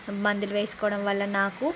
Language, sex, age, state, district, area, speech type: Telugu, female, 30-45, Andhra Pradesh, Srikakulam, urban, spontaneous